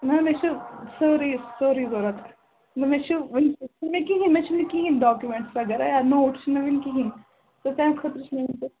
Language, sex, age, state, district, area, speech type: Kashmiri, female, 18-30, Jammu and Kashmir, Srinagar, urban, conversation